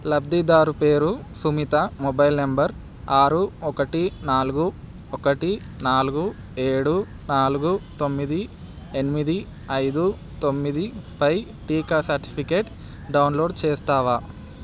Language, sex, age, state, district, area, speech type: Telugu, male, 18-30, Telangana, Hyderabad, urban, read